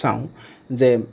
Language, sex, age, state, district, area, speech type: Assamese, male, 60+, Assam, Nagaon, rural, spontaneous